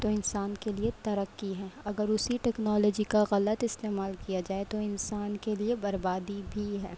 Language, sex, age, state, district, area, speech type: Urdu, female, 18-30, Delhi, Central Delhi, urban, spontaneous